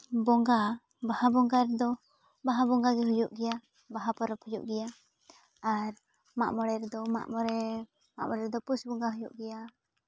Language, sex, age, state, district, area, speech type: Santali, female, 18-30, West Bengal, Jhargram, rural, spontaneous